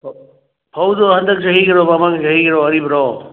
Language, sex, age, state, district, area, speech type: Manipuri, male, 60+, Manipur, Churachandpur, urban, conversation